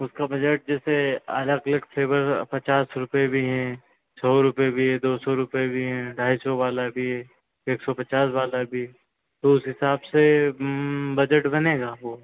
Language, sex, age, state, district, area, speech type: Hindi, male, 30-45, Madhya Pradesh, Harda, urban, conversation